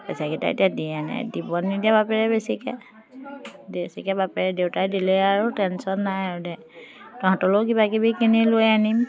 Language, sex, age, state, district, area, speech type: Assamese, female, 45-60, Assam, Biswanath, rural, spontaneous